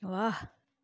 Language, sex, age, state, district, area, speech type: Dogri, female, 45-60, Jammu and Kashmir, Reasi, rural, read